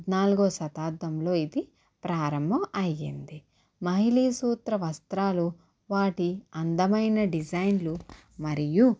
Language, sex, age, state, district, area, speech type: Telugu, female, 18-30, Andhra Pradesh, Konaseema, rural, spontaneous